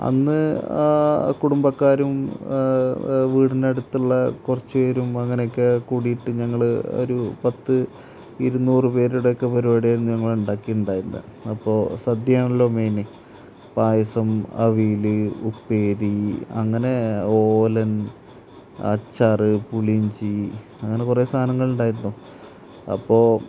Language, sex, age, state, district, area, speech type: Malayalam, male, 30-45, Kerala, Malappuram, rural, spontaneous